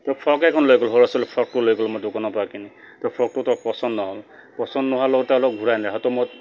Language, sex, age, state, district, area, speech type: Assamese, male, 45-60, Assam, Dibrugarh, urban, spontaneous